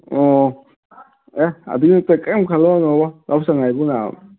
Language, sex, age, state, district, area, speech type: Manipuri, male, 30-45, Manipur, Kakching, rural, conversation